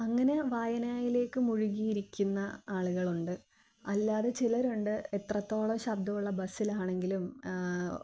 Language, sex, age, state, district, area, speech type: Malayalam, female, 18-30, Kerala, Thiruvananthapuram, urban, spontaneous